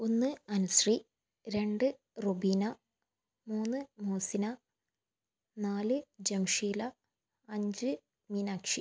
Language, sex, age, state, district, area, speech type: Malayalam, female, 18-30, Kerala, Kannur, rural, spontaneous